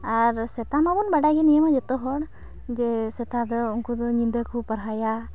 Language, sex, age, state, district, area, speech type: Santali, female, 18-30, West Bengal, Uttar Dinajpur, rural, spontaneous